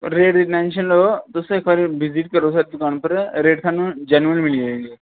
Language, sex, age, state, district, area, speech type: Dogri, male, 18-30, Jammu and Kashmir, Kathua, rural, conversation